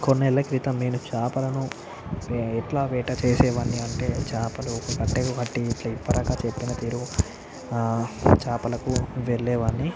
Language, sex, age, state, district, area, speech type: Telugu, male, 30-45, Andhra Pradesh, Visakhapatnam, urban, spontaneous